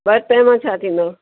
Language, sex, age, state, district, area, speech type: Sindhi, female, 60+, Uttar Pradesh, Lucknow, rural, conversation